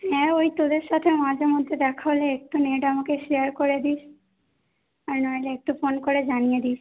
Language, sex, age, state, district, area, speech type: Bengali, female, 18-30, West Bengal, Howrah, urban, conversation